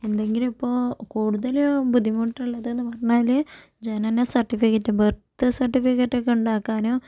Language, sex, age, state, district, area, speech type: Malayalam, female, 45-60, Kerala, Kozhikode, urban, spontaneous